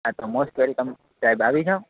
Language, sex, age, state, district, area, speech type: Gujarati, male, 30-45, Gujarat, Rajkot, urban, conversation